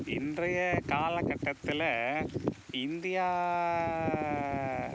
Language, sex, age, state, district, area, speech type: Tamil, male, 45-60, Tamil Nadu, Pudukkottai, rural, spontaneous